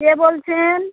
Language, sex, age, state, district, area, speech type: Bengali, female, 30-45, West Bengal, Birbhum, urban, conversation